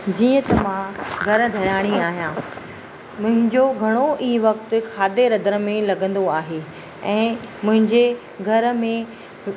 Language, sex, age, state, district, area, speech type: Sindhi, female, 45-60, Maharashtra, Thane, urban, spontaneous